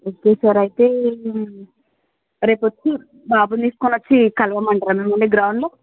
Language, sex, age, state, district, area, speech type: Telugu, female, 60+, Andhra Pradesh, Visakhapatnam, urban, conversation